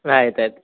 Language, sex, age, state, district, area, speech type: Kannada, male, 18-30, Karnataka, Gulbarga, urban, conversation